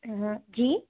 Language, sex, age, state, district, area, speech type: Hindi, female, 18-30, Madhya Pradesh, Chhindwara, urban, conversation